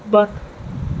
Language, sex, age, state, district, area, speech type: Urdu, female, 18-30, Delhi, Central Delhi, urban, read